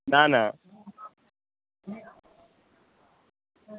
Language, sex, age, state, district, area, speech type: Bengali, male, 18-30, West Bengal, Uttar Dinajpur, rural, conversation